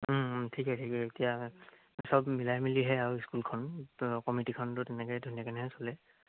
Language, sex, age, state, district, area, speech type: Assamese, male, 18-30, Assam, Charaideo, rural, conversation